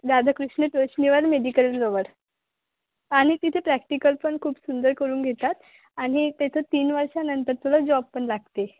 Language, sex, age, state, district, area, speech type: Marathi, female, 18-30, Maharashtra, Akola, rural, conversation